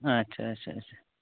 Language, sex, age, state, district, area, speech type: Kashmiri, male, 45-60, Jammu and Kashmir, Baramulla, rural, conversation